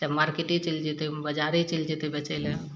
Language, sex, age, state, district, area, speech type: Maithili, female, 60+, Bihar, Madhepura, urban, spontaneous